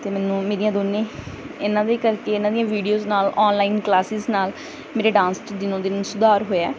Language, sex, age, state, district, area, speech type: Punjabi, female, 18-30, Punjab, Bathinda, rural, spontaneous